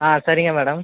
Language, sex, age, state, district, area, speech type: Tamil, male, 45-60, Tamil Nadu, Viluppuram, rural, conversation